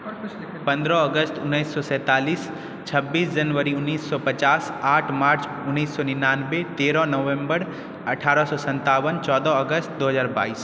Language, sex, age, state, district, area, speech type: Maithili, male, 18-30, Bihar, Purnia, urban, spontaneous